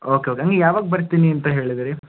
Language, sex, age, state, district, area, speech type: Kannada, male, 18-30, Karnataka, Shimoga, urban, conversation